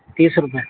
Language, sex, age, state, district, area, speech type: Urdu, male, 30-45, Delhi, South Delhi, urban, conversation